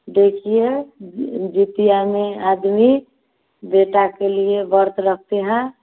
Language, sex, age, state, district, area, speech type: Hindi, female, 30-45, Bihar, Vaishali, rural, conversation